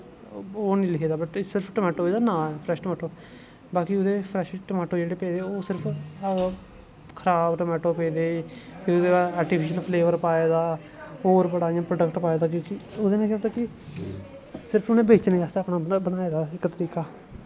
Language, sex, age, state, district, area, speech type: Dogri, male, 18-30, Jammu and Kashmir, Kathua, rural, spontaneous